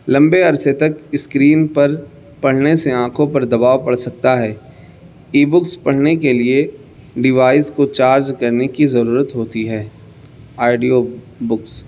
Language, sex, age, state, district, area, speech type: Urdu, male, 18-30, Uttar Pradesh, Saharanpur, urban, spontaneous